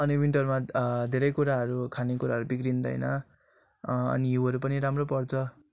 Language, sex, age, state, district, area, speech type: Nepali, male, 18-30, West Bengal, Darjeeling, rural, spontaneous